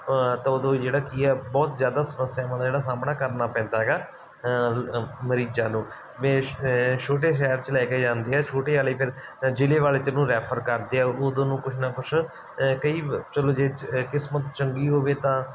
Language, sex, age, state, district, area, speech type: Punjabi, male, 30-45, Punjab, Barnala, rural, spontaneous